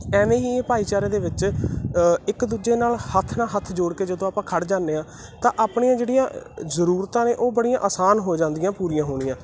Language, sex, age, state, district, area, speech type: Punjabi, male, 18-30, Punjab, Muktsar, urban, spontaneous